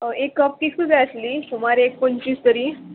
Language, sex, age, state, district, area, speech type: Goan Konkani, female, 18-30, Goa, Murmgao, urban, conversation